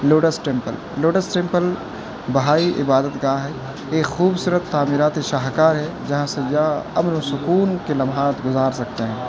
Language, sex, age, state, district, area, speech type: Urdu, male, 18-30, Delhi, North West Delhi, urban, spontaneous